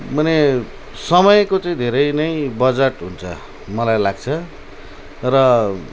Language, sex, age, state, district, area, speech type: Nepali, male, 45-60, West Bengal, Jalpaiguri, rural, spontaneous